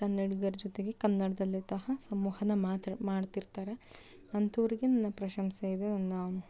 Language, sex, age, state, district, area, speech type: Kannada, female, 30-45, Karnataka, Davanagere, rural, spontaneous